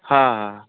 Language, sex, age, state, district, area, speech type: Marathi, male, 18-30, Maharashtra, Jalna, rural, conversation